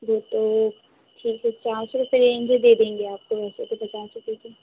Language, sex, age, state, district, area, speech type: Hindi, female, 18-30, Madhya Pradesh, Hoshangabad, urban, conversation